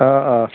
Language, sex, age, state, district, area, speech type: Assamese, male, 45-60, Assam, Jorhat, urban, conversation